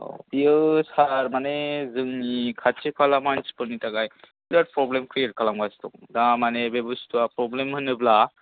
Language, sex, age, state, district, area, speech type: Bodo, male, 30-45, Assam, Chirang, rural, conversation